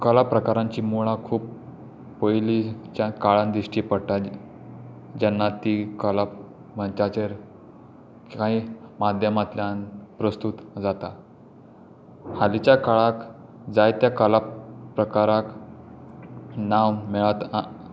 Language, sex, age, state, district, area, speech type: Goan Konkani, male, 18-30, Goa, Tiswadi, rural, spontaneous